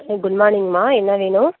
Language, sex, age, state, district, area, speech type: Tamil, female, 45-60, Tamil Nadu, Tiruvarur, rural, conversation